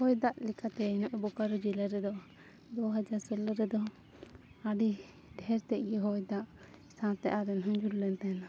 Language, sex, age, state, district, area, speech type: Santali, female, 30-45, Jharkhand, Bokaro, rural, spontaneous